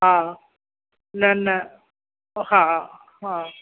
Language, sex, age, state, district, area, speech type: Sindhi, female, 60+, Uttar Pradesh, Lucknow, rural, conversation